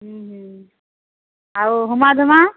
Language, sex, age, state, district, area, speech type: Odia, female, 30-45, Odisha, Sambalpur, rural, conversation